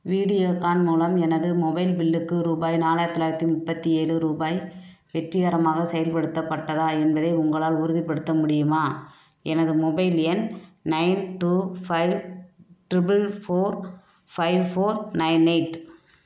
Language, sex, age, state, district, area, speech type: Tamil, female, 45-60, Tamil Nadu, Theni, rural, read